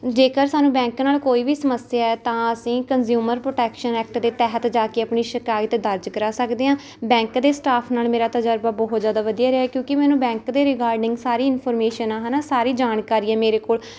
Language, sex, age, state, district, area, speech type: Punjabi, female, 18-30, Punjab, Rupnagar, rural, spontaneous